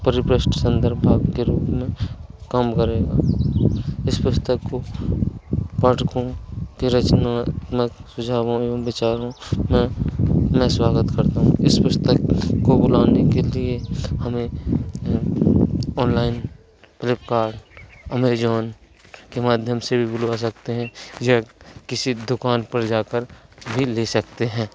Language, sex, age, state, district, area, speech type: Hindi, male, 30-45, Madhya Pradesh, Hoshangabad, rural, spontaneous